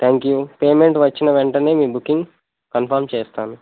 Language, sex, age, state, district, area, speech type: Telugu, male, 18-30, Telangana, Nagarkurnool, urban, conversation